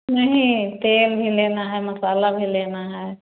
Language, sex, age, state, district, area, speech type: Hindi, female, 60+, Uttar Pradesh, Ayodhya, rural, conversation